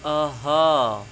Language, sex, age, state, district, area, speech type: Kashmiri, male, 18-30, Jammu and Kashmir, Baramulla, urban, read